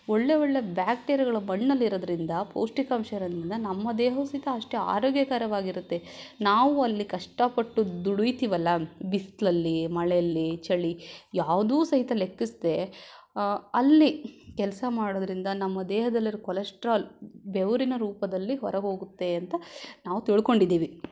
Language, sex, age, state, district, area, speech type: Kannada, female, 18-30, Karnataka, Shimoga, rural, spontaneous